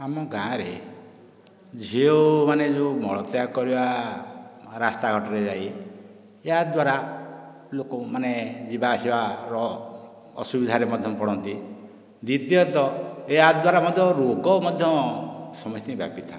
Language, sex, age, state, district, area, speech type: Odia, male, 60+, Odisha, Nayagarh, rural, spontaneous